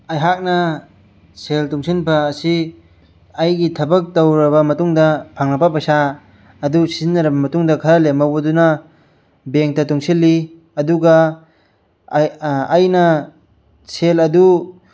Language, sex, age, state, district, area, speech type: Manipuri, male, 18-30, Manipur, Bishnupur, rural, spontaneous